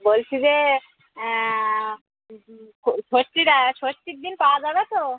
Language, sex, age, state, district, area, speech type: Bengali, female, 30-45, West Bengal, Birbhum, urban, conversation